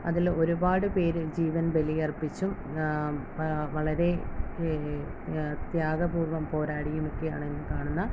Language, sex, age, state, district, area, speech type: Malayalam, female, 30-45, Kerala, Alappuzha, rural, spontaneous